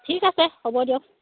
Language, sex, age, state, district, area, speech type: Assamese, female, 45-60, Assam, Charaideo, urban, conversation